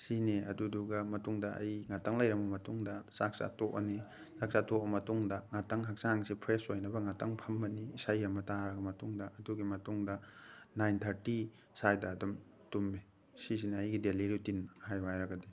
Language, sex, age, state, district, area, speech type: Manipuri, male, 30-45, Manipur, Thoubal, rural, spontaneous